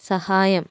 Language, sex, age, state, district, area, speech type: Malayalam, female, 30-45, Kerala, Kozhikode, urban, read